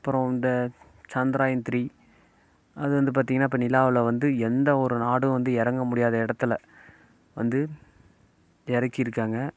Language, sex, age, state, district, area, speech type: Tamil, male, 30-45, Tamil Nadu, Namakkal, rural, spontaneous